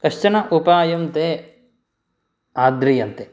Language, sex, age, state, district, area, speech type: Sanskrit, male, 30-45, Karnataka, Shimoga, urban, spontaneous